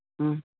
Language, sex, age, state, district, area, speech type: Manipuri, female, 60+, Manipur, Imphal East, rural, conversation